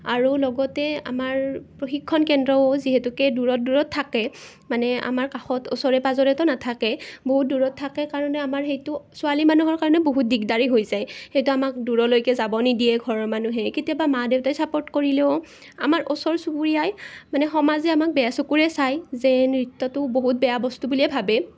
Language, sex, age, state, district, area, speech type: Assamese, female, 18-30, Assam, Nalbari, rural, spontaneous